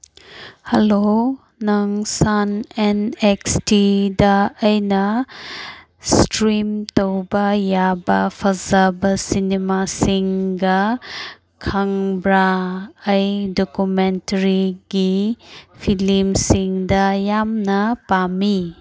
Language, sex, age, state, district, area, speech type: Manipuri, female, 18-30, Manipur, Kangpokpi, urban, read